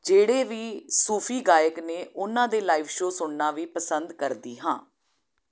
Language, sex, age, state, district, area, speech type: Punjabi, female, 30-45, Punjab, Jalandhar, urban, spontaneous